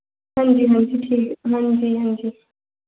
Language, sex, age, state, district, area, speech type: Dogri, female, 18-30, Jammu and Kashmir, Samba, urban, conversation